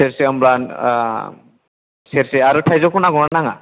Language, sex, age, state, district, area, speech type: Bodo, male, 18-30, Assam, Chirang, rural, conversation